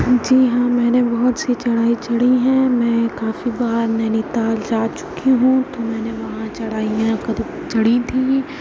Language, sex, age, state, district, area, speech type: Urdu, female, 30-45, Uttar Pradesh, Aligarh, rural, spontaneous